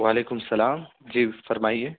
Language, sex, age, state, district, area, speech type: Urdu, male, 18-30, Uttar Pradesh, Saharanpur, urban, conversation